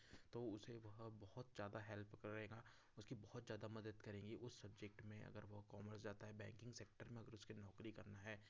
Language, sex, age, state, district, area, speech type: Hindi, male, 30-45, Madhya Pradesh, Betul, rural, spontaneous